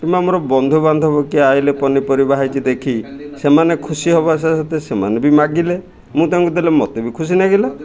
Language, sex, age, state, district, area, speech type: Odia, male, 60+, Odisha, Kendrapara, urban, spontaneous